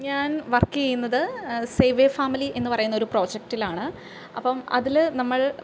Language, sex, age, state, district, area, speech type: Malayalam, female, 18-30, Kerala, Alappuzha, rural, spontaneous